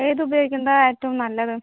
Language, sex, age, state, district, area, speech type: Malayalam, female, 30-45, Kerala, Palakkad, rural, conversation